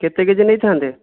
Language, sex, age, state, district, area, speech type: Odia, male, 18-30, Odisha, Jajpur, rural, conversation